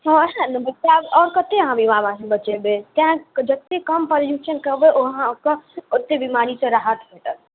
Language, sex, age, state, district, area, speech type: Maithili, male, 18-30, Bihar, Muzaffarpur, urban, conversation